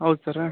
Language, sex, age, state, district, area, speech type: Kannada, male, 30-45, Karnataka, Gadag, rural, conversation